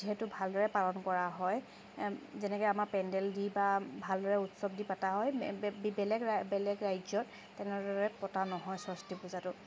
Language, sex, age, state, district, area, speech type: Assamese, female, 30-45, Assam, Charaideo, urban, spontaneous